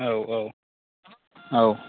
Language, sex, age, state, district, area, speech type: Bodo, male, 18-30, Assam, Kokrajhar, urban, conversation